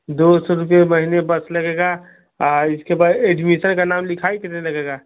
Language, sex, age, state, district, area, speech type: Hindi, male, 45-60, Uttar Pradesh, Chandauli, rural, conversation